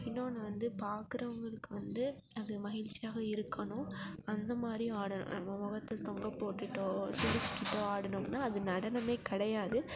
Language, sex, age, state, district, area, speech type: Tamil, female, 18-30, Tamil Nadu, Perambalur, rural, spontaneous